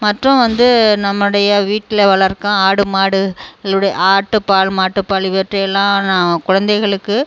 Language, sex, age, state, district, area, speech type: Tamil, female, 45-60, Tamil Nadu, Tiruchirappalli, rural, spontaneous